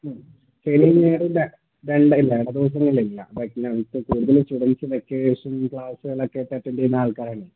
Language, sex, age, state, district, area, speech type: Malayalam, male, 18-30, Kerala, Wayanad, rural, conversation